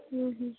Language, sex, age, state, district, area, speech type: Odia, female, 18-30, Odisha, Malkangiri, urban, conversation